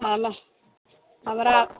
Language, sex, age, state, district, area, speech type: Maithili, female, 18-30, Bihar, Begusarai, rural, conversation